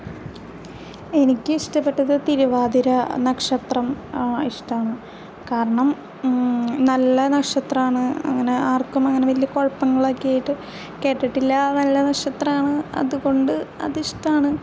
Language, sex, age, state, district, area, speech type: Malayalam, female, 18-30, Kerala, Ernakulam, rural, spontaneous